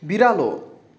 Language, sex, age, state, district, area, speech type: Nepali, male, 18-30, West Bengal, Darjeeling, rural, read